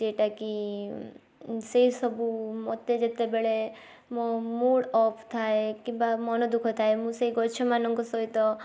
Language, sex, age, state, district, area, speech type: Odia, female, 18-30, Odisha, Balasore, rural, spontaneous